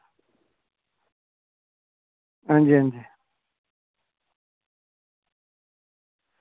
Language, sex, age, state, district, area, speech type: Dogri, male, 45-60, Jammu and Kashmir, Samba, rural, conversation